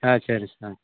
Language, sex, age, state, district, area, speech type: Tamil, male, 45-60, Tamil Nadu, Theni, rural, conversation